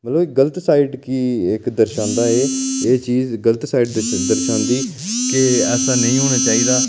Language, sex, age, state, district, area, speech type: Dogri, male, 30-45, Jammu and Kashmir, Udhampur, rural, spontaneous